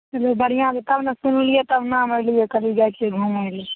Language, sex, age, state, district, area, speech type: Maithili, female, 18-30, Bihar, Madhepura, urban, conversation